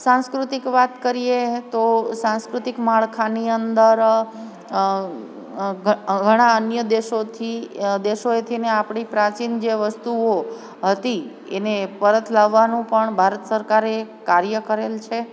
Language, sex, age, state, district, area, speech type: Gujarati, female, 45-60, Gujarat, Amreli, urban, spontaneous